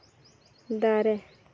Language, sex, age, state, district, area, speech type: Santali, female, 30-45, Jharkhand, Seraikela Kharsawan, rural, read